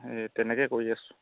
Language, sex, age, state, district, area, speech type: Assamese, male, 30-45, Assam, Charaideo, rural, conversation